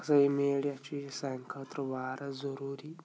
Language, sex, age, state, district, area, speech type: Kashmiri, male, 30-45, Jammu and Kashmir, Shopian, rural, spontaneous